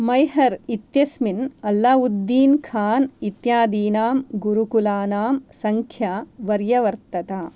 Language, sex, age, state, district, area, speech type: Sanskrit, female, 30-45, Karnataka, Shimoga, rural, read